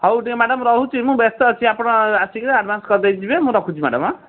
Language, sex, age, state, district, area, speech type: Odia, male, 30-45, Odisha, Kendrapara, urban, conversation